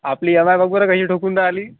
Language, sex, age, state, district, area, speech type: Marathi, male, 45-60, Maharashtra, Yavatmal, rural, conversation